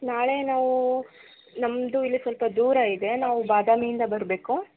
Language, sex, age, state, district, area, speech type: Kannada, female, 18-30, Karnataka, Chitradurga, rural, conversation